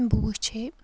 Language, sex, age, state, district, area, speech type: Kashmiri, female, 45-60, Jammu and Kashmir, Baramulla, rural, spontaneous